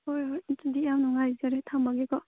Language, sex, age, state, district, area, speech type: Manipuri, female, 30-45, Manipur, Kangpokpi, rural, conversation